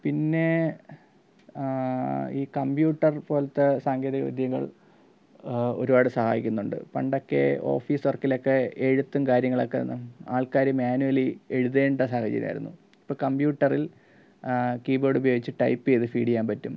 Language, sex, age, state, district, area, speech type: Malayalam, male, 18-30, Kerala, Thiruvananthapuram, rural, spontaneous